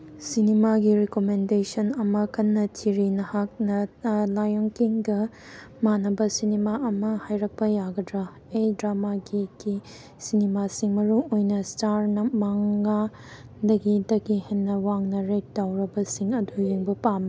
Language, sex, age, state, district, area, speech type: Manipuri, female, 18-30, Manipur, Kangpokpi, urban, read